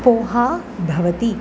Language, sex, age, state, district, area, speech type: Sanskrit, female, 45-60, Tamil Nadu, Chennai, urban, spontaneous